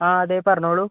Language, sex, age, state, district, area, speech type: Malayalam, male, 60+, Kerala, Kozhikode, urban, conversation